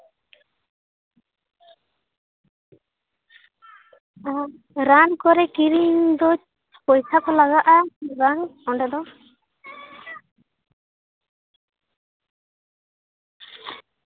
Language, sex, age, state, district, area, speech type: Santali, female, 18-30, West Bengal, Paschim Bardhaman, rural, conversation